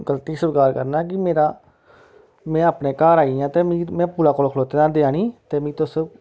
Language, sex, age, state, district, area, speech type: Dogri, male, 30-45, Jammu and Kashmir, Samba, rural, spontaneous